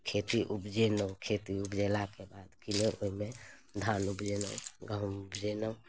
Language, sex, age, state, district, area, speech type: Maithili, female, 30-45, Bihar, Muzaffarpur, urban, spontaneous